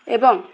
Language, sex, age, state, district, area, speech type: Odia, female, 18-30, Odisha, Bhadrak, rural, spontaneous